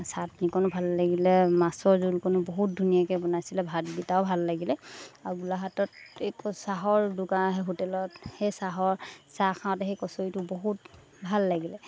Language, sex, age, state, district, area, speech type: Assamese, female, 30-45, Assam, Golaghat, urban, spontaneous